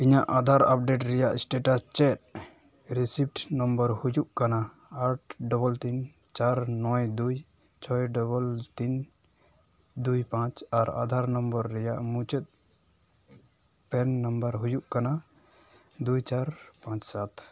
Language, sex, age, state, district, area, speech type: Santali, male, 18-30, West Bengal, Dakshin Dinajpur, rural, read